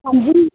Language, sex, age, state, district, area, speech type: Dogri, female, 18-30, Jammu and Kashmir, Jammu, rural, conversation